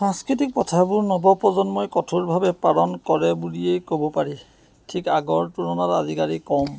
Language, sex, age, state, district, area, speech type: Assamese, male, 30-45, Assam, Jorhat, urban, spontaneous